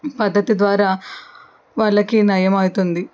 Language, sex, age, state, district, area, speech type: Telugu, female, 45-60, Andhra Pradesh, N T Rama Rao, urban, spontaneous